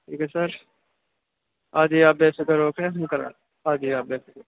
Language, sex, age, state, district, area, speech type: Urdu, male, 30-45, Uttar Pradesh, Muzaffarnagar, urban, conversation